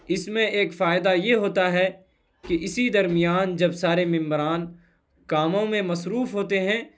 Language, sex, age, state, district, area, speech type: Urdu, male, 18-30, Bihar, Purnia, rural, spontaneous